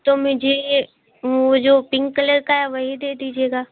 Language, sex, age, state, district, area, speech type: Hindi, female, 18-30, Uttar Pradesh, Bhadohi, urban, conversation